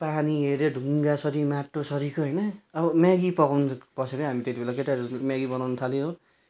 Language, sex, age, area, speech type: Nepali, male, 18-30, rural, spontaneous